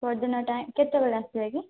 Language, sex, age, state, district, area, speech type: Odia, female, 18-30, Odisha, Malkangiri, rural, conversation